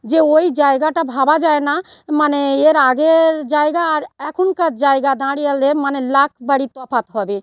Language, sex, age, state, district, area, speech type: Bengali, female, 45-60, West Bengal, South 24 Parganas, rural, spontaneous